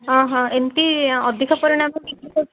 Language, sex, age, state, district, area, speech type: Odia, female, 18-30, Odisha, Puri, urban, conversation